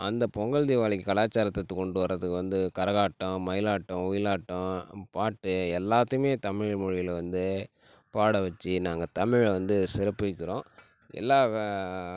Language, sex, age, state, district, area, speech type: Tamil, male, 30-45, Tamil Nadu, Tiruchirappalli, rural, spontaneous